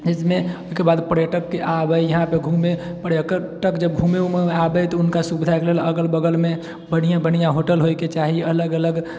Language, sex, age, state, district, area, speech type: Maithili, male, 18-30, Bihar, Sitamarhi, rural, spontaneous